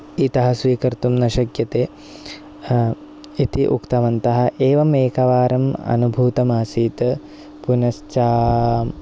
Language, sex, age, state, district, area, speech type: Sanskrit, male, 30-45, Kerala, Kasaragod, rural, spontaneous